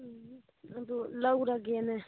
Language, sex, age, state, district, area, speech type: Manipuri, female, 30-45, Manipur, Churachandpur, rural, conversation